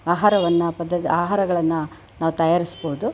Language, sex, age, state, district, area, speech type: Kannada, female, 60+, Karnataka, Chitradurga, rural, spontaneous